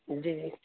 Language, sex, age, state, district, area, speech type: Urdu, male, 18-30, Uttar Pradesh, Saharanpur, urban, conversation